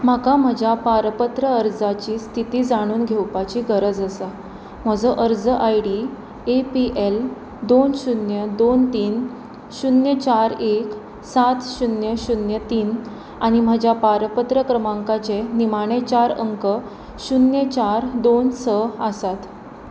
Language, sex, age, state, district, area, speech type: Goan Konkani, female, 30-45, Goa, Pernem, rural, read